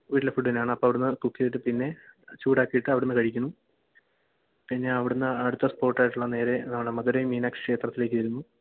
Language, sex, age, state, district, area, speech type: Malayalam, male, 18-30, Kerala, Idukki, rural, conversation